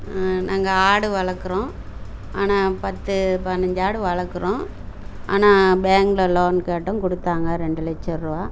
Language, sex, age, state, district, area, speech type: Tamil, female, 60+, Tamil Nadu, Coimbatore, rural, spontaneous